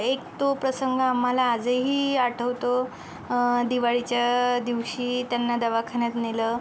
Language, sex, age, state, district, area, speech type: Marathi, female, 60+, Maharashtra, Yavatmal, rural, spontaneous